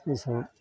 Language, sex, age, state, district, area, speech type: Maithili, male, 45-60, Bihar, Madhepura, rural, spontaneous